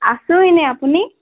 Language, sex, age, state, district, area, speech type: Assamese, female, 18-30, Assam, Majuli, urban, conversation